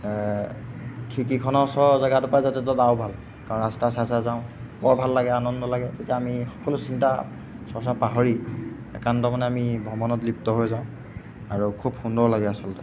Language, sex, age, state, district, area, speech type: Assamese, male, 18-30, Assam, Golaghat, urban, spontaneous